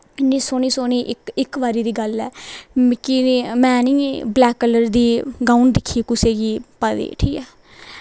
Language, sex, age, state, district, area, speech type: Dogri, female, 18-30, Jammu and Kashmir, Kathua, rural, spontaneous